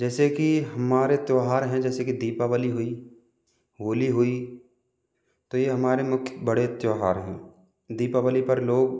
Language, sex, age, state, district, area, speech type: Hindi, male, 45-60, Rajasthan, Jaipur, urban, spontaneous